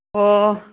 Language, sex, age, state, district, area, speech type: Manipuri, female, 45-60, Manipur, Churachandpur, urban, conversation